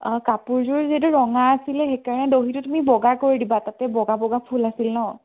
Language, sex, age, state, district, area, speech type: Assamese, female, 18-30, Assam, Biswanath, rural, conversation